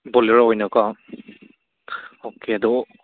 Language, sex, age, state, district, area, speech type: Manipuri, male, 18-30, Manipur, Churachandpur, rural, conversation